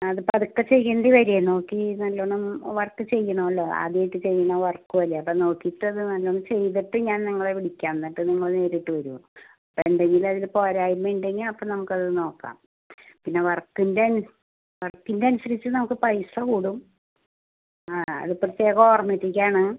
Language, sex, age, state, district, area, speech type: Malayalam, female, 60+, Kerala, Ernakulam, rural, conversation